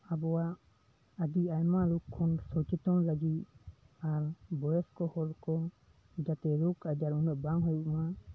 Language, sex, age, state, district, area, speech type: Santali, male, 18-30, West Bengal, Bankura, rural, spontaneous